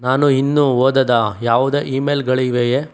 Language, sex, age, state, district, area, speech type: Kannada, male, 30-45, Karnataka, Chikkaballapur, rural, read